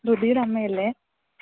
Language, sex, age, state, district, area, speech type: Malayalam, female, 30-45, Kerala, Pathanamthitta, rural, conversation